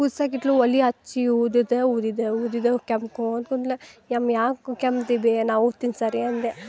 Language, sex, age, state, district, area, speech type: Kannada, female, 18-30, Karnataka, Dharwad, urban, spontaneous